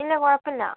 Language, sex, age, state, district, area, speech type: Malayalam, female, 18-30, Kerala, Kozhikode, urban, conversation